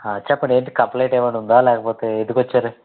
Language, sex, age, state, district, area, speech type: Telugu, male, 30-45, Andhra Pradesh, Konaseema, rural, conversation